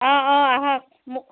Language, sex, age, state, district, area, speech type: Assamese, female, 45-60, Assam, Dibrugarh, rural, conversation